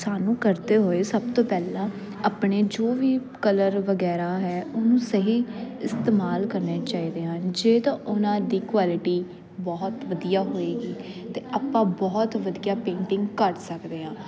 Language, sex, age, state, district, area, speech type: Punjabi, female, 18-30, Punjab, Jalandhar, urban, spontaneous